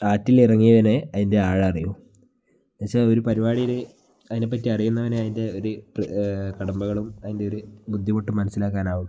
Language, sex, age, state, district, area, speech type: Malayalam, male, 30-45, Kerala, Wayanad, rural, spontaneous